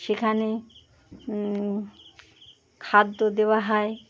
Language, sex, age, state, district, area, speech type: Bengali, female, 60+, West Bengal, Birbhum, urban, spontaneous